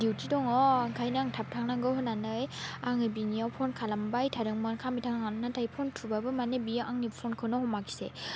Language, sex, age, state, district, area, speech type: Bodo, female, 18-30, Assam, Baksa, rural, spontaneous